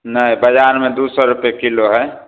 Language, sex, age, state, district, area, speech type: Maithili, male, 30-45, Bihar, Samastipur, rural, conversation